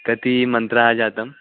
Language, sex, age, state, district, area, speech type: Sanskrit, male, 18-30, Maharashtra, Nagpur, urban, conversation